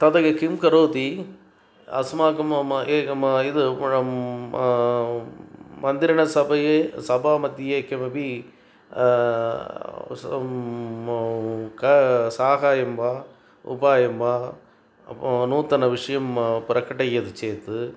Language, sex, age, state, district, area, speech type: Sanskrit, male, 60+, Tamil Nadu, Coimbatore, urban, spontaneous